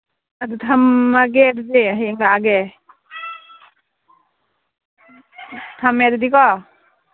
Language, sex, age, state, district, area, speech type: Manipuri, female, 45-60, Manipur, Churachandpur, urban, conversation